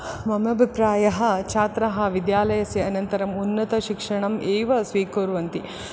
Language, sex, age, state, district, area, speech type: Sanskrit, female, 30-45, Karnataka, Dakshina Kannada, urban, spontaneous